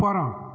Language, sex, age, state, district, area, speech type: Odia, male, 30-45, Odisha, Puri, urban, read